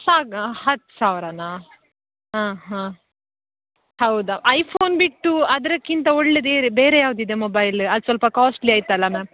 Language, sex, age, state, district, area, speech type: Kannada, female, 18-30, Karnataka, Dakshina Kannada, rural, conversation